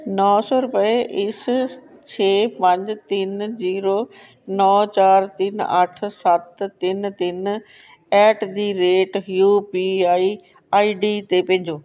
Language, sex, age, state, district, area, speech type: Punjabi, female, 45-60, Punjab, Shaheed Bhagat Singh Nagar, urban, read